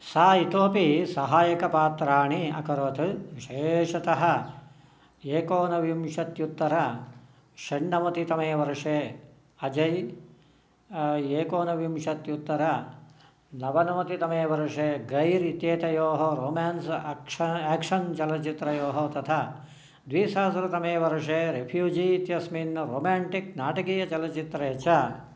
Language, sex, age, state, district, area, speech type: Sanskrit, male, 60+, Karnataka, Shimoga, urban, read